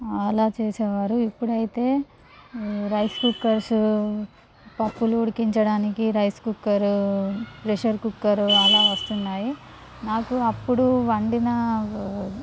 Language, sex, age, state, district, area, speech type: Telugu, female, 18-30, Andhra Pradesh, Visakhapatnam, urban, spontaneous